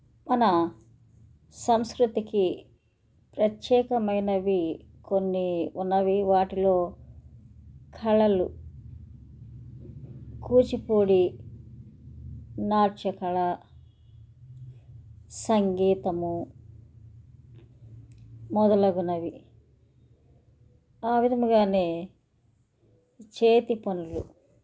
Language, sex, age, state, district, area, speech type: Telugu, female, 60+, Andhra Pradesh, Krishna, rural, spontaneous